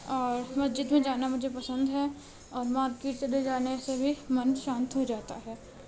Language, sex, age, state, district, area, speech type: Urdu, female, 18-30, Uttar Pradesh, Gautam Buddha Nagar, urban, spontaneous